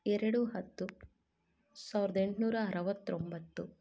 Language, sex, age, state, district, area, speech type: Kannada, female, 18-30, Karnataka, Chitradurga, rural, spontaneous